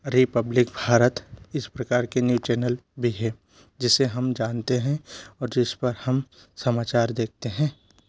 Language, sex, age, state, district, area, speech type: Hindi, male, 30-45, Madhya Pradesh, Bhopal, urban, spontaneous